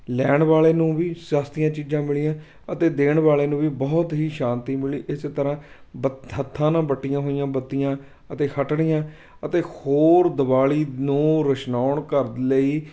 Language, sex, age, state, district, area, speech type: Punjabi, male, 30-45, Punjab, Fatehgarh Sahib, rural, spontaneous